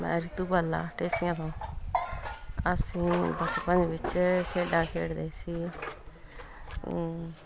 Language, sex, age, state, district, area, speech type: Punjabi, female, 30-45, Punjab, Pathankot, rural, spontaneous